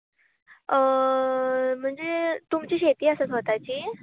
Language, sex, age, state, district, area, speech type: Goan Konkani, female, 18-30, Goa, Bardez, urban, conversation